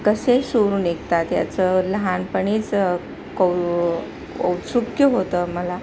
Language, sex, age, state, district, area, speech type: Marathi, female, 45-60, Maharashtra, Palghar, urban, spontaneous